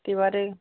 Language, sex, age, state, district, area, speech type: Bengali, male, 45-60, West Bengal, Darjeeling, urban, conversation